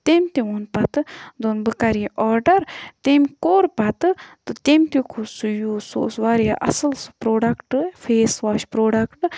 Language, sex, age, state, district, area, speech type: Kashmiri, female, 18-30, Jammu and Kashmir, Budgam, rural, spontaneous